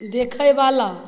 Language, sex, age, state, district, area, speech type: Maithili, female, 30-45, Bihar, Begusarai, urban, read